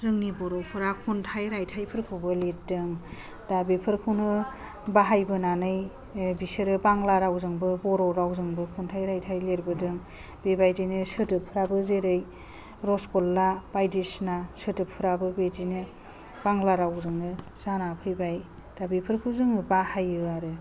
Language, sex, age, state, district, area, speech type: Bodo, female, 30-45, Assam, Kokrajhar, rural, spontaneous